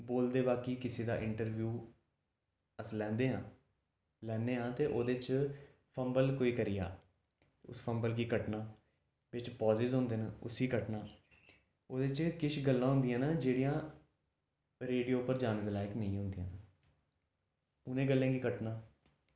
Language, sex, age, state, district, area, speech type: Dogri, male, 18-30, Jammu and Kashmir, Jammu, urban, spontaneous